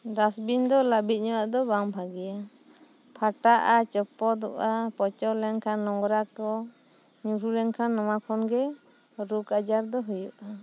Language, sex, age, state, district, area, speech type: Santali, female, 30-45, West Bengal, Bankura, rural, spontaneous